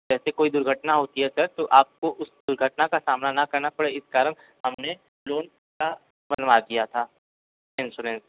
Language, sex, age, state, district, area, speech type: Hindi, male, 45-60, Uttar Pradesh, Sonbhadra, rural, conversation